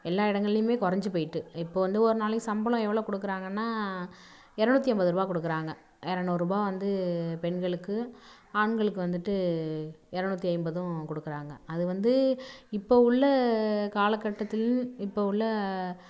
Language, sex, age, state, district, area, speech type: Tamil, female, 18-30, Tamil Nadu, Nagapattinam, rural, spontaneous